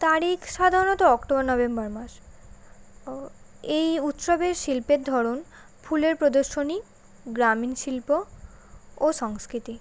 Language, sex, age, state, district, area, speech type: Bengali, female, 18-30, West Bengal, Kolkata, urban, spontaneous